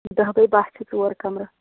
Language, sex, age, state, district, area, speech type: Kashmiri, female, 30-45, Jammu and Kashmir, Shopian, rural, conversation